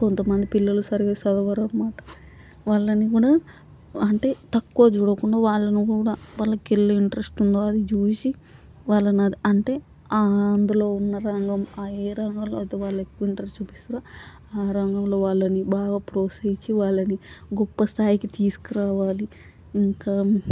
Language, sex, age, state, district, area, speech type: Telugu, female, 18-30, Telangana, Hyderabad, urban, spontaneous